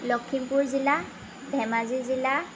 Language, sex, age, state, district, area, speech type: Assamese, female, 30-45, Assam, Lakhimpur, rural, spontaneous